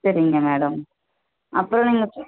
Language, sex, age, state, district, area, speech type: Tamil, female, 18-30, Tamil Nadu, Tenkasi, urban, conversation